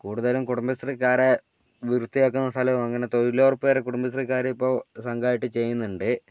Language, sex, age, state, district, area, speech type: Malayalam, male, 30-45, Kerala, Wayanad, rural, spontaneous